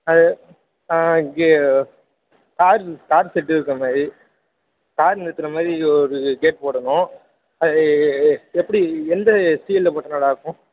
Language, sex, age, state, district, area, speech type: Tamil, male, 18-30, Tamil Nadu, Perambalur, urban, conversation